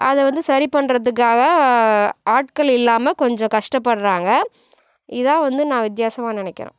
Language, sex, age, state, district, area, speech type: Tamil, female, 45-60, Tamil Nadu, Cuddalore, rural, spontaneous